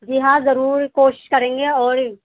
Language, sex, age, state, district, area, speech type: Urdu, female, 18-30, Delhi, East Delhi, urban, conversation